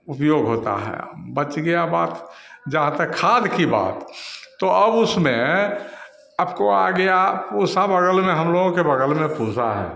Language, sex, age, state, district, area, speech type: Hindi, male, 60+, Bihar, Samastipur, rural, spontaneous